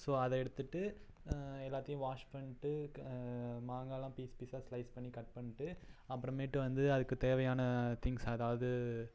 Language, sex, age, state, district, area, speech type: Tamil, male, 30-45, Tamil Nadu, Ariyalur, rural, spontaneous